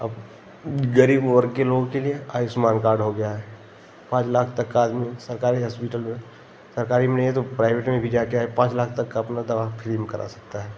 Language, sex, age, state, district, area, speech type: Hindi, male, 30-45, Uttar Pradesh, Ghazipur, urban, spontaneous